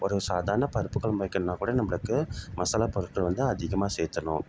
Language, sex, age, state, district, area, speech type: Tamil, male, 30-45, Tamil Nadu, Salem, urban, spontaneous